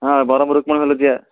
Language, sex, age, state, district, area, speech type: Odia, male, 30-45, Odisha, Ganjam, urban, conversation